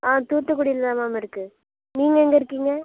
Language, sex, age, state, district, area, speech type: Tamil, female, 18-30, Tamil Nadu, Thoothukudi, urban, conversation